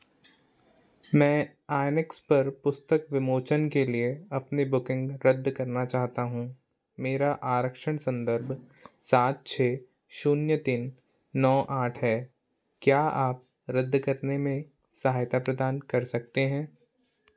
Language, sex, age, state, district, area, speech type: Hindi, male, 18-30, Madhya Pradesh, Seoni, urban, read